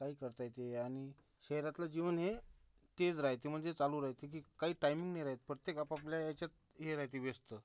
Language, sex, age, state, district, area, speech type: Marathi, male, 30-45, Maharashtra, Akola, urban, spontaneous